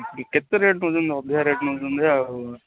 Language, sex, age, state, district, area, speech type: Odia, male, 45-60, Odisha, Gajapati, rural, conversation